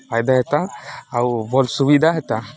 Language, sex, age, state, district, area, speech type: Odia, male, 18-30, Odisha, Nuapada, rural, spontaneous